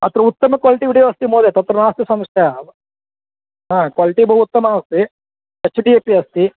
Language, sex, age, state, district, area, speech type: Sanskrit, male, 30-45, Karnataka, Vijayapura, urban, conversation